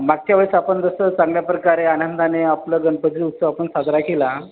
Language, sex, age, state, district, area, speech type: Marathi, male, 30-45, Maharashtra, Washim, rural, conversation